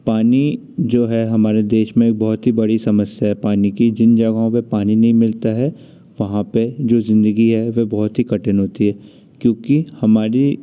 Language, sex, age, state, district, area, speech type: Hindi, male, 30-45, Madhya Pradesh, Jabalpur, urban, spontaneous